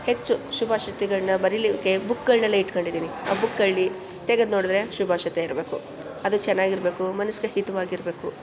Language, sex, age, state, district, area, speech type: Kannada, female, 45-60, Karnataka, Chamarajanagar, rural, spontaneous